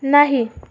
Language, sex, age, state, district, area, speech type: Marathi, female, 18-30, Maharashtra, Amravati, urban, read